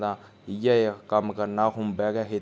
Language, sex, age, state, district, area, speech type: Dogri, male, 30-45, Jammu and Kashmir, Udhampur, rural, spontaneous